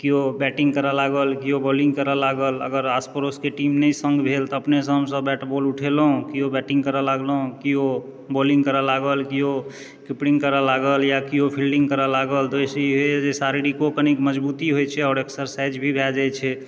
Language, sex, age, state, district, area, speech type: Maithili, male, 30-45, Bihar, Supaul, rural, spontaneous